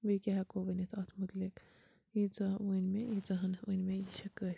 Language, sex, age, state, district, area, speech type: Kashmiri, female, 30-45, Jammu and Kashmir, Bandipora, rural, spontaneous